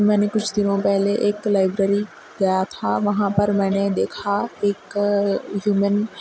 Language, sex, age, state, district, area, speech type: Urdu, female, 18-30, Telangana, Hyderabad, urban, spontaneous